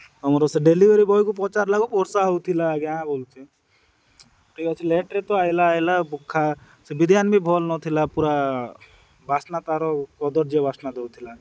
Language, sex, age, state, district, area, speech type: Odia, male, 30-45, Odisha, Nabarangpur, urban, spontaneous